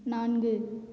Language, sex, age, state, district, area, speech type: Tamil, female, 18-30, Tamil Nadu, Cuddalore, rural, read